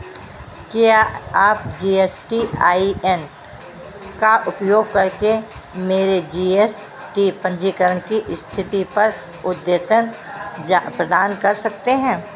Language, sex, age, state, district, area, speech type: Hindi, female, 60+, Uttar Pradesh, Sitapur, rural, read